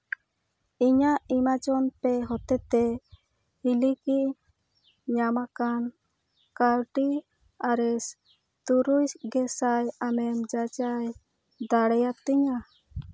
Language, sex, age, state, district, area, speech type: Santali, female, 30-45, West Bengal, Jhargram, rural, read